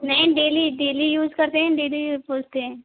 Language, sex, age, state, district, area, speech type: Hindi, female, 18-30, Rajasthan, Karauli, rural, conversation